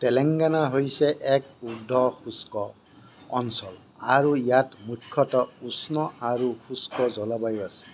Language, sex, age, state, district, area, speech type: Assamese, male, 60+, Assam, Kamrup Metropolitan, urban, read